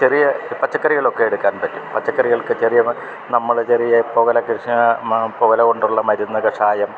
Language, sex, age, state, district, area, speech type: Malayalam, male, 60+, Kerala, Idukki, rural, spontaneous